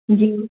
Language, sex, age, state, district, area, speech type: Urdu, female, 18-30, Delhi, North East Delhi, urban, conversation